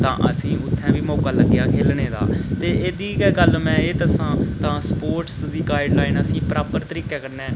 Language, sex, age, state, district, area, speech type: Dogri, male, 18-30, Jammu and Kashmir, Reasi, rural, spontaneous